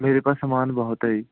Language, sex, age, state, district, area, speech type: Punjabi, male, 18-30, Punjab, Mohali, rural, conversation